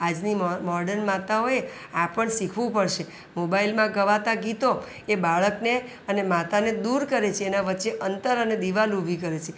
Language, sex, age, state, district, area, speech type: Gujarati, female, 45-60, Gujarat, Surat, urban, spontaneous